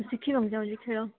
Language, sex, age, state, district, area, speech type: Odia, female, 18-30, Odisha, Koraput, urban, conversation